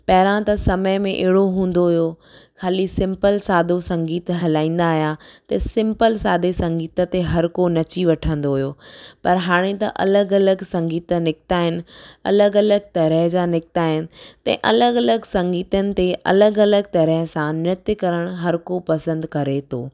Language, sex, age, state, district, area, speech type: Sindhi, female, 18-30, Gujarat, Surat, urban, spontaneous